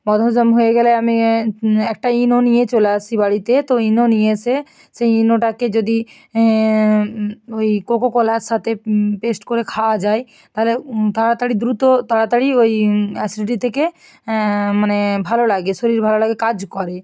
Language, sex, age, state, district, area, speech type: Bengali, female, 18-30, West Bengal, North 24 Parganas, rural, spontaneous